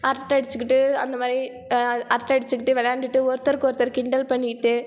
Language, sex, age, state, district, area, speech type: Tamil, female, 30-45, Tamil Nadu, Ariyalur, rural, spontaneous